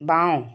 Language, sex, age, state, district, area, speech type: Assamese, female, 45-60, Assam, Tinsukia, urban, read